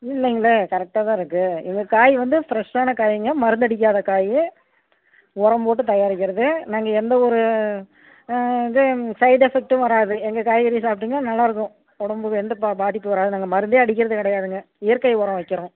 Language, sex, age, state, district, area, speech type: Tamil, female, 45-60, Tamil Nadu, Namakkal, rural, conversation